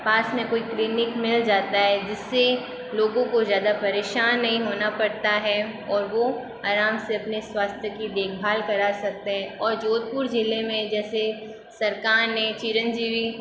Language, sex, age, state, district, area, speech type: Hindi, female, 18-30, Rajasthan, Jodhpur, urban, spontaneous